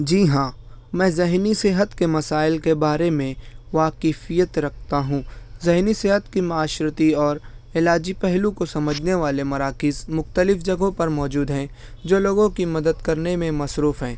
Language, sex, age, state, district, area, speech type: Urdu, male, 18-30, Maharashtra, Nashik, rural, spontaneous